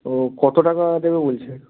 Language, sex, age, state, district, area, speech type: Bengali, male, 18-30, West Bengal, Bankura, urban, conversation